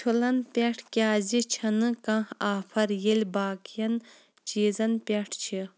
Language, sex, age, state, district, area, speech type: Kashmiri, female, 30-45, Jammu and Kashmir, Shopian, rural, read